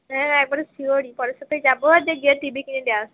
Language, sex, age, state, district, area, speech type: Bengali, female, 60+, West Bengal, Purba Bardhaman, rural, conversation